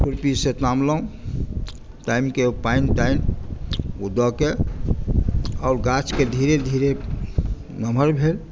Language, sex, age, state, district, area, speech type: Maithili, male, 45-60, Bihar, Madhubani, rural, spontaneous